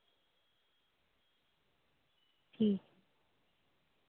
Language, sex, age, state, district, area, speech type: Dogri, female, 18-30, Jammu and Kashmir, Samba, urban, conversation